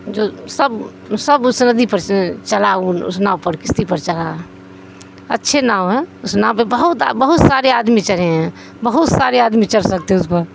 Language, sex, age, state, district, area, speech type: Urdu, female, 60+, Bihar, Supaul, rural, spontaneous